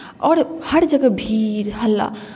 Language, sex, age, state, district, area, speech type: Maithili, female, 18-30, Bihar, Darbhanga, rural, spontaneous